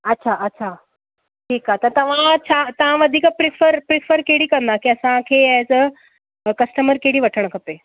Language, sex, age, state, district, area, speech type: Sindhi, female, 30-45, Maharashtra, Thane, urban, conversation